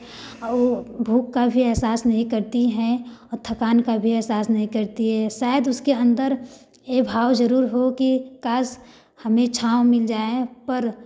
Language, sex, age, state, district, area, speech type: Hindi, female, 18-30, Uttar Pradesh, Varanasi, rural, spontaneous